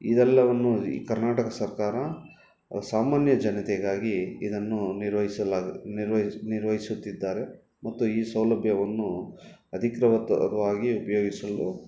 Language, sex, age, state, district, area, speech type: Kannada, male, 30-45, Karnataka, Bangalore Urban, urban, spontaneous